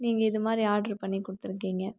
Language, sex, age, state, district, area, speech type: Tamil, female, 18-30, Tamil Nadu, Kallakurichi, urban, spontaneous